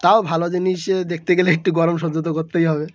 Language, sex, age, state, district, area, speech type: Bengali, male, 18-30, West Bengal, Birbhum, urban, spontaneous